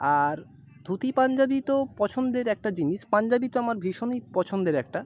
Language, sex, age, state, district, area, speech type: Bengali, male, 30-45, West Bengal, North 24 Parganas, urban, spontaneous